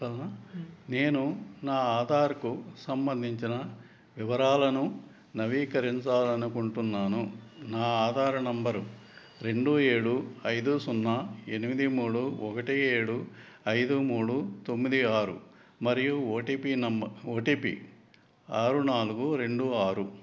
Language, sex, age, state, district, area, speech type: Telugu, male, 60+, Andhra Pradesh, Eluru, urban, read